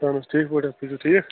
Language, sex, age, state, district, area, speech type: Kashmiri, male, 30-45, Jammu and Kashmir, Bandipora, rural, conversation